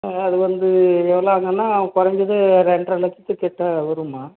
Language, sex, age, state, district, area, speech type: Tamil, male, 60+, Tamil Nadu, Tiruvarur, rural, conversation